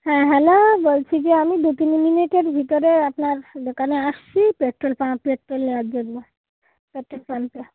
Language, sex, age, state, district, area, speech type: Bengali, female, 45-60, West Bengal, Dakshin Dinajpur, urban, conversation